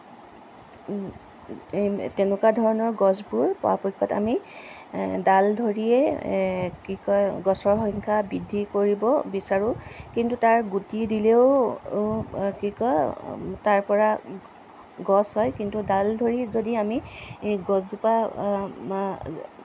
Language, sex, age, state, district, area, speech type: Assamese, female, 30-45, Assam, Lakhimpur, rural, spontaneous